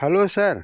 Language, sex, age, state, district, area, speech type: Santali, male, 45-60, Jharkhand, Bokaro, rural, spontaneous